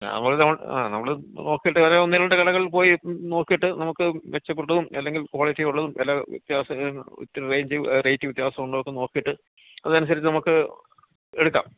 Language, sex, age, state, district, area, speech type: Malayalam, male, 60+, Kerala, Idukki, rural, conversation